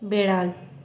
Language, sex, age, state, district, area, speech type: Bengali, female, 18-30, West Bengal, Purulia, urban, read